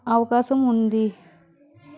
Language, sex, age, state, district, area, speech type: Telugu, female, 60+, Andhra Pradesh, Vizianagaram, rural, spontaneous